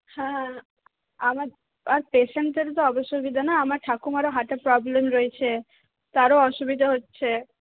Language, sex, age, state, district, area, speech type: Bengali, female, 30-45, West Bengal, Purulia, urban, conversation